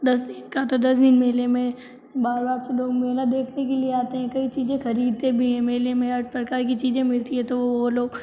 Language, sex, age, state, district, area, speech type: Hindi, female, 30-45, Rajasthan, Jodhpur, urban, spontaneous